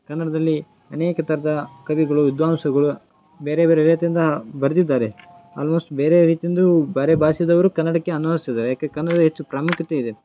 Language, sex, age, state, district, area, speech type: Kannada, male, 18-30, Karnataka, Koppal, rural, spontaneous